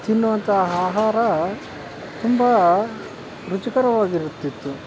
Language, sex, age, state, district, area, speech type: Kannada, male, 60+, Karnataka, Kodagu, rural, spontaneous